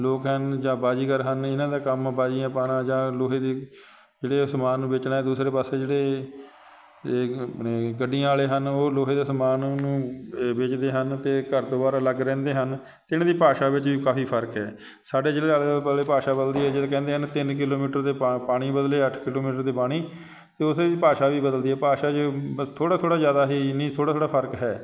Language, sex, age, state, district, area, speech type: Punjabi, male, 45-60, Punjab, Shaheed Bhagat Singh Nagar, urban, spontaneous